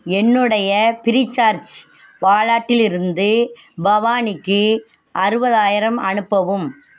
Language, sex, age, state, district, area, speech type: Tamil, female, 60+, Tamil Nadu, Thoothukudi, rural, read